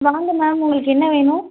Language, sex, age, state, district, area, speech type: Tamil, female, 18-30, Tamil Nadu, Nagapattinam, rural, conversation